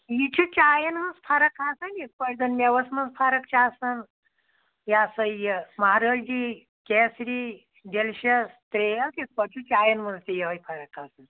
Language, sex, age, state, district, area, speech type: Kashmiri, female, 60+, Jammu and Kashmir, Anantnag, rural, conversation